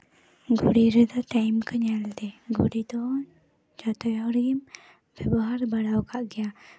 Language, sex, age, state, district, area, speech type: Santali, female, 18-30, West Bengal, Paschim Bardhaman, rural, spontaneous